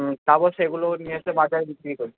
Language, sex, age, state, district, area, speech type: Bengali, male, 18-30, West Bengal, Purba Bardhaman, urban, conversation